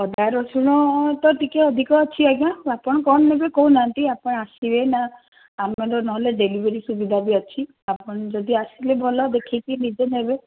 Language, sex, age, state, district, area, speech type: Odia, female, 30-45, Odisha, Cuttack, urban, conversation